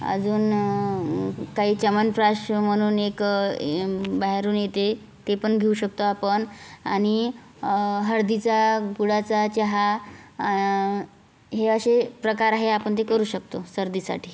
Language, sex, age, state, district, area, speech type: Marathi, female, 18-30, Maharashtra, Yavatmal, rural, spontaneous